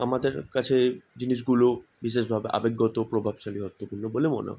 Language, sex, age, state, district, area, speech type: Bengali, male, 18-30, West Bengal, South 24 Parganas, urban, spontaneous